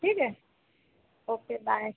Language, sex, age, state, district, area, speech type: Hindi, female, 18-30, Madhya Pradesh, Hoshangabad, urban, conversation